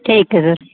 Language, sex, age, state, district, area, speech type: Punjabi, female, 30-45, Punjab, Muktsar, urban, conversation